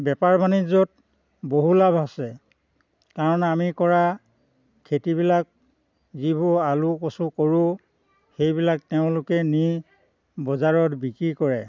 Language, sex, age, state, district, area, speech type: Assamese, male, 60+, Assam, Dhemaji, rural, spontaneous